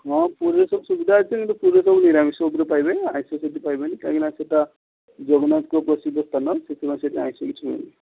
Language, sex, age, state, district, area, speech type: Odia, male, 18-30, Odisha, Balasore, rural, conversation